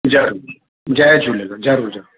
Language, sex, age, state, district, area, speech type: Sindhi, male, 45-60, Gujarat, Surat, urban, conversation